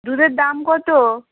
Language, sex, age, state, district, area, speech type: Bengali, female, 30-45, West Bengal, Uttar Dinajpur, urban, conversation